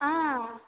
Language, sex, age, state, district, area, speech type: Kannada, female, 18-30, Karnataka, Chitradurga, rural, conversation